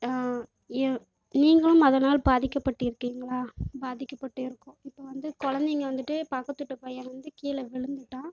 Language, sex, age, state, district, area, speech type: Tamil, female, 18-30, Tamil Nadu, Kallakurichi, rural, spontaneous